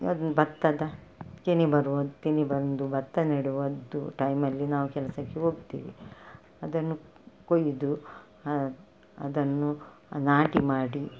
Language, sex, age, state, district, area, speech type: Kannada, female, 45-60, Karnataka, Udupi, rural, spontaneous